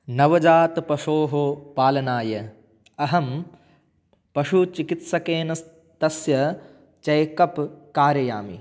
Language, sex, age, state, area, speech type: Sanskrit, male, 18-30, Rajasthan, rural, spontaneous